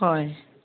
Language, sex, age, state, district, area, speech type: Assamese, female, 60+, Assam, Dhemaji, rural, conversation